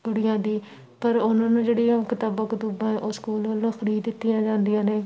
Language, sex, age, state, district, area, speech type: Punjabi, female, 18-30, Punjab, Shaheed Bhagat Singh Nagar, rural, spontaneous